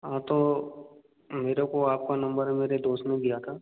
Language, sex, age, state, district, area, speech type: Hindi, male, 60+, Rajasthan, Karauli, rural, conversation